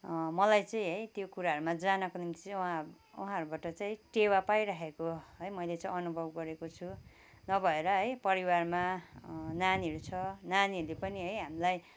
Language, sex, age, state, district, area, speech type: Nepali, female, 45-60, West Bengal, Kalimpong, rural, spontaneous